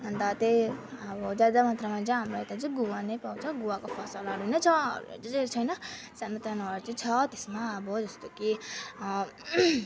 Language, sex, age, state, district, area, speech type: Nepali, female, 18-30, West Bengal, Alipurduar, rural, spontaneous